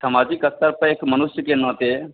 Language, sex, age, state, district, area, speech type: Hindi, male, 45-60, Bihar, Begusarai, rural, conversation